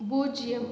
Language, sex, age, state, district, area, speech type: Tamil, female, 18-30, Tamil Nadu, Cuddalore, rural, read